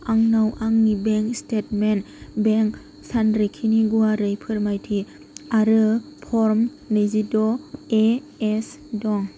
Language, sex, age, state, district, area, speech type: Bodo, female, 18-30, Assam, Kokrajhar, rural, read